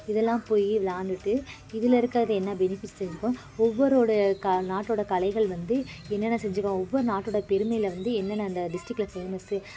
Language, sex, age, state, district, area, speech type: Tamil, female, 18-30, Tamil Nadu, Madurai, urban, spontaneous